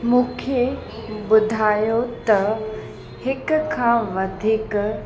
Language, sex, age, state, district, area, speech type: Sindhi, female, 30-45, Uttar Pradesh, Lucknow, urban, read